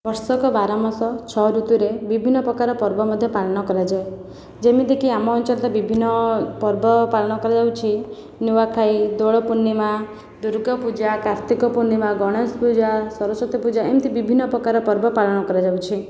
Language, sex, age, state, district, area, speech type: Odia, female, 18-30, Odisha, Khordha, rural, spontaneous